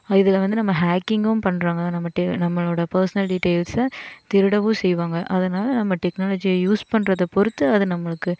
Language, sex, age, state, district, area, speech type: Tamil, female, 18-30, Tamil Nadu, Coimbatore, rural, spontaneous